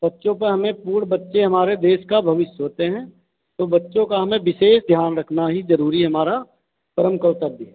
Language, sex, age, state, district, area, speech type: Hindi, male, 45-60, Uttar Pradesh, Hardoi, rural, conversation